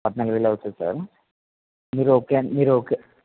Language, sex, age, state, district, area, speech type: Telugu, male, 30-45, Andhra Pradesh, Kakinada, urban, conversation